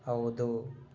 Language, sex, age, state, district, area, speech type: Kannada, male, 30-45, Karnataka, Chikkaballapur, rural, read